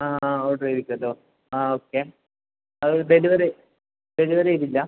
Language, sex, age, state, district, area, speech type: Malayalam, male, 18-30, Kerala, Kozhikode, urban, conversation